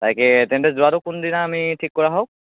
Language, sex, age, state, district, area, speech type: Assamese, male, 18-30, Assam, Majuli, rural, conversation